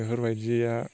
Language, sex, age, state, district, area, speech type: Bodo, male, 18-30, Assam, Baksa, rural, spontaneous